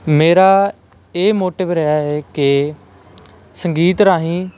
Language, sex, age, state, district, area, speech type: Punjabi, male, 18-30, Punjab, Mansa, urban, spontaneous